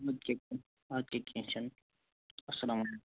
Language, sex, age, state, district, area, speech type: Kashmiri, male, 18-30, Jammu and Kashmir, Bandipora, urban, conversation